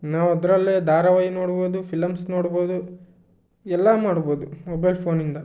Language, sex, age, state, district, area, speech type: Kannada, male, 18-30, Karnataka, Chitradurga, rural, spontaneous